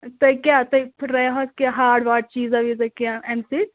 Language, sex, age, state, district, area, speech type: Kashmiri, female, 18-30, Jammu and Kashmir, Anantnag, rural, conversation